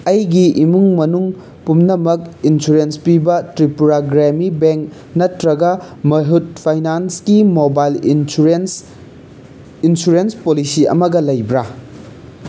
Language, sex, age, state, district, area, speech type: Manipuri, male, 45-60, Manipur, Imphal East, urban, read